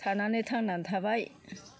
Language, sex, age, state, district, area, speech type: Bodo, female, 60+, Assam, Chirang, rural, spontaneous